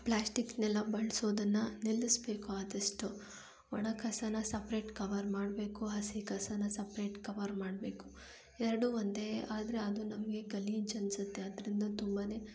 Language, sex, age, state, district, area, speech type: Kannada, female, 18-30, Karnataka, Kolar, urban, spontaneous